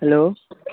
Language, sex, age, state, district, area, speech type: Dogri, male, 18-30, Jammu and Kashmir, Samba, rural, conversation